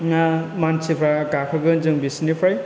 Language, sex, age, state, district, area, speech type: Bodo, male, 18-30, Assam, Chirang, urban, spontaneous